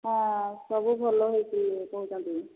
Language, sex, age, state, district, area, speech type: Odia, female, 45-60, Odisha, Angul, rural, conversation